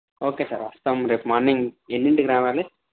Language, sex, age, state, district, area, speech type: Telugu, male, 18-30, Andhra Pradesh, N T Rama Rao, rural, conversation